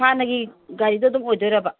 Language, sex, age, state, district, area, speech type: Manipuri, female, 60+, Manipur, Imphal East, rural, conversation